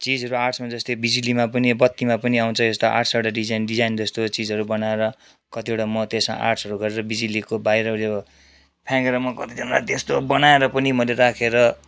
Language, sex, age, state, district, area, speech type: Nepali, male, 45-60, West Bengal, Kalimpong, rural, spontaneous